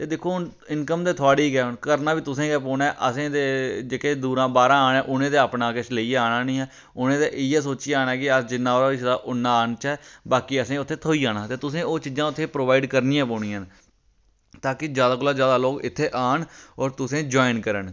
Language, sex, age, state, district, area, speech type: Dogri, male, 30-45, Jammu and Kashmir, Reasi, rural, spontaneous